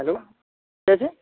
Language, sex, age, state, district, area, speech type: Hindi, male, 18-30, Uttar Pradesh, Ghazipur, rural, conversation